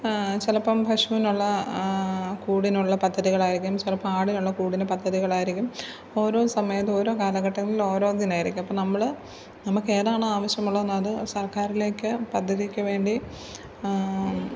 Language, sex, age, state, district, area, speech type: Malayalam, female, 30-45, Kerala, Pathanamthitta, rural, spontaneous